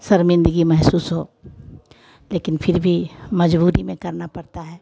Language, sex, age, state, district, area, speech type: Hindi, female, 60+, Bihar, Vaishali, urban, spontaneous